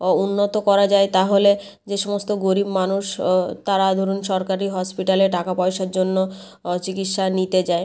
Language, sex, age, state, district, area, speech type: Bengali, female, 30-45, West Bengal, South 24 Parganas, rural, spontaneous